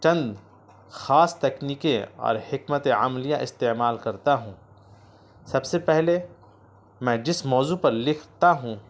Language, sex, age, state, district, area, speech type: Urdu, male, 30-45, Bihar, Gaya, urban, spontaneous